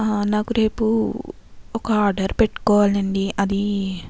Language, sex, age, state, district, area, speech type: Telugu, female, 60+, Andhra Pradesh, Kakinada, rural, spontaneous